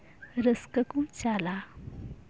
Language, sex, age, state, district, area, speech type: Santali, female, 18-30, West Bengal, Birbhum, rural, spontaneous